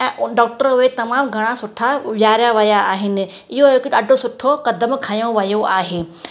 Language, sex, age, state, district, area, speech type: Sindhi, female, 30-45, Rajasthan, Ajmer, urban, spontaneous